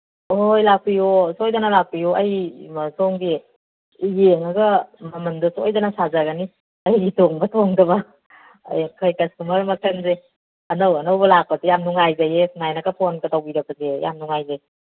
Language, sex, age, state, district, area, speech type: Manipuri, female, 45-60, Manipur, Kangpokpi, urban, conversation